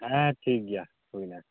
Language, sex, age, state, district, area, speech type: Santali, male, 18-30, West Bengal, Uttar Dinajpur, rural, conversation